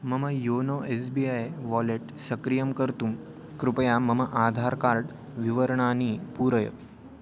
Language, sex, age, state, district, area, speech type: Sanskrit, male, 18-30, Maharashtra, Chandrapur, rural, read